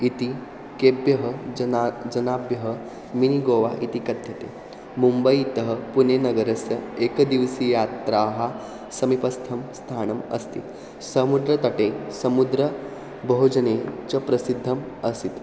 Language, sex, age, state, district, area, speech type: Sanskrit, male, 18-30, Maharashtra, Pune, urban, spontaneous